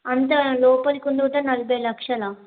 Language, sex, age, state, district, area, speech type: Telugu, female, 18-30, Telangana, Yadadri Bhuvanagiri, urban, conversation